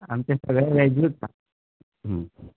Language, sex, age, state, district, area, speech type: Goan Konkani, male, 30-45, Goa, Bardez, rural, conversation